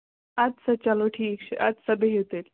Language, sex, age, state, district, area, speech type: Kashmiri, female, 30-45, Jammu and Kashmir, Bandipora, rural, conversation